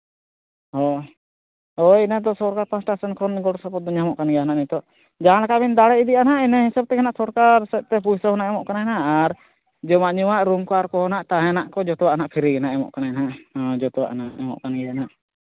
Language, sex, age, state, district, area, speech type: Santali, male, 18-30, Jharkhand, East Singhbhum, rural, conversation